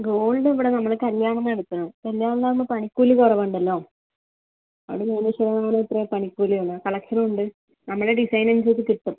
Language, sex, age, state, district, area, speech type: Malayalam, female, 60+, Kerala, Palakkad, rural, conversation